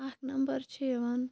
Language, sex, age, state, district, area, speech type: Kashmiri, female, 18-30, Jammu and Kashmir, Shopian, urban, spontaneous